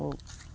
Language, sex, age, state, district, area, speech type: Assamese, male, 18-30, Assam, Lakhimpur, rural, spontaneous